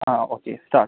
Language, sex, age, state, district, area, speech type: Tamil, male, 18-30, Tamil Nadu, Nagapattinam, rural, conversation